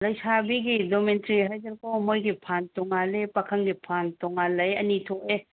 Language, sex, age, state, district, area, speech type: Manipuri, female, 60+, Manipur, Ukhrul, rural, conversation